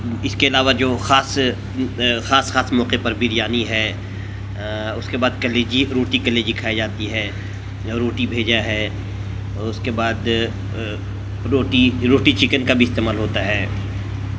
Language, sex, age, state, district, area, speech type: Urdu, male, 45-60, Delhi, South Delhi, urban, spontaneous